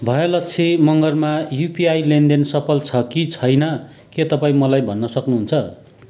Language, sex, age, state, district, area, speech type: Nepali, male, 45-60, West Bengal, Kalimpong, rural, read